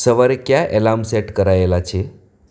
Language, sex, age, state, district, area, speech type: Gujarati, male, 45-60, Gujarat, Anand, urban, read